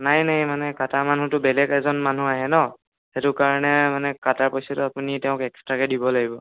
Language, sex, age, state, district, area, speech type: Assamese, male, 18-30, Assam, Sonitpur, rural, conversation